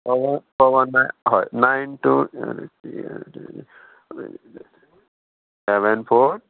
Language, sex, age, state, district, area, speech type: Goan Konkani, male, 30-45, Goa, Murmgao, rural, conversation